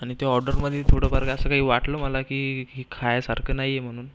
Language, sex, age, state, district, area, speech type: Marathi, male, 18-30, Maharashtra, Buldhana, urban, spontaneous